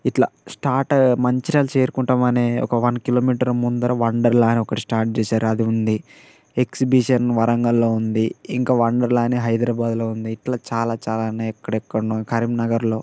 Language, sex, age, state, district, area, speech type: Telugu, male, 45-60, Telangana, Mancherial, rural, spontaneous